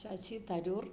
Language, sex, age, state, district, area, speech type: Malayalam, female, 60+, Kerala, Idukki, rural, spontaneous